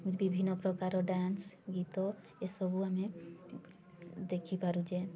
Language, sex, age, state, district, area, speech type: Odia, female, 18-30, Odisha, Mayurbhanj, rural, spontaneous